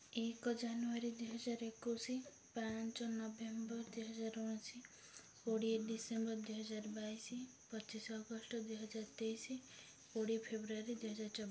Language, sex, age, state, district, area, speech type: Odia, female, 18-30, Odisha, Ganjam, urban, spontaneous